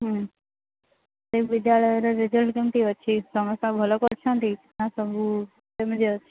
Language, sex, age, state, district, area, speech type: Odia, female, 18-30, Odisha, Sundergarh, urban, conversation